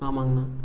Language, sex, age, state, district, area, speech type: Tamil, male, 18-30, Tamil Nadu, Erode, urban, spontaneous